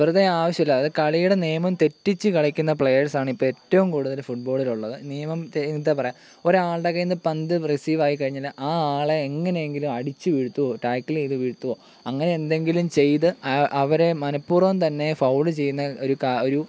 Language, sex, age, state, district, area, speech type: Malayalam, male, 18-30, Kerala, Kottayam, rural, spontaneous